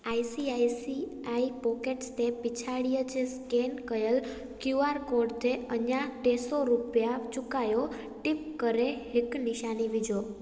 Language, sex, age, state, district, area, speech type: Sindhi, female, 18-30, Gujarat, Junagadh, rural, read